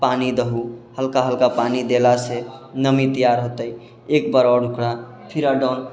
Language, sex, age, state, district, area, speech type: Maithili, male, 18-30, Bihar, Sitamarhi, rural, spontaneous